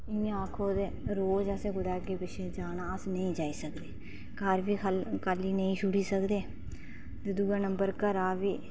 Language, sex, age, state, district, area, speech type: Dogri, female, 30-45, Jammu and Kashmir, Reasi, rural, spontaneous